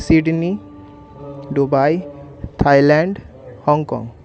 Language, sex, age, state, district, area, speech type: Bengali, male, 60+, West Bengal, Paschim Bardhaman, urban, spontaneous